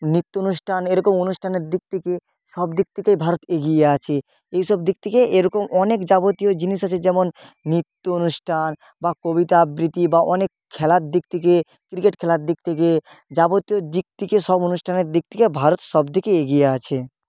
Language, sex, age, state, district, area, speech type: Bengali, male, 30-45, West Bengal, Nadia, rural, spontaneous